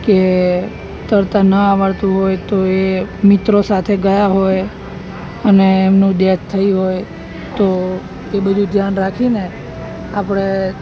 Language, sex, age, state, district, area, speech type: Gujarati, male, 18-30, Gujarat, Anand, rural, spontaneous